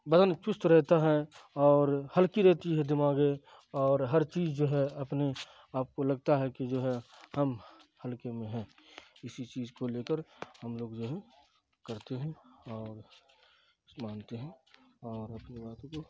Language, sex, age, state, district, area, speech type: Urdu, male, 45-60, Bihar, Khagaria, rural, spontaneous